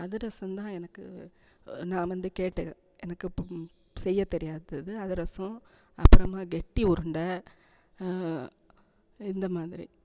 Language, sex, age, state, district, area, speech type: Tamil, female, 45-60, Tamil Nadu, Thanjavur, urban, spontaneous